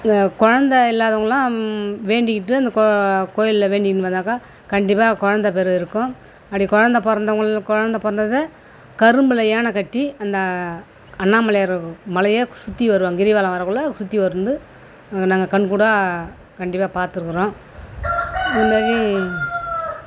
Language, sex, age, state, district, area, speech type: Tamil, female, 60+, Tamil Nadu, Tiruvannamalai, rural, spontaneous